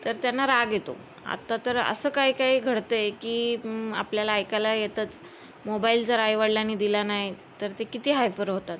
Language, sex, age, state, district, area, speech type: Marathi, female, 30-45, Maharashtra, Thane, urban, spontaneous